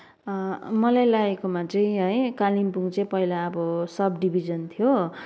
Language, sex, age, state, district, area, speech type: Nepali, female, 30-45, West Bengal, Kalimpong, rural, spontaneous